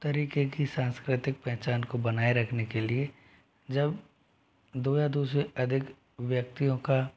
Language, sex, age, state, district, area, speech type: Hindi, male, 45-60, Rajasthan, Jodhpur, rural, spontaneous